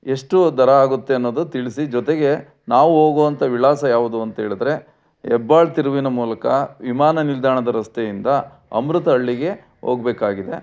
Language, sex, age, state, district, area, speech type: Kannada, male, 60+, Karnataka, Chitradurga, rural, spontaneous